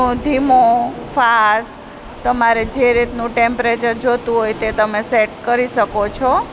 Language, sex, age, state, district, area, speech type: Gujarati, female, 45-60, Gujarat, Junagadh, rural, spontaneous